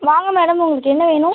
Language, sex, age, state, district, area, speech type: Tamil, female, 18-30, Tamil Nadu, Nagapattinam, rural, conversation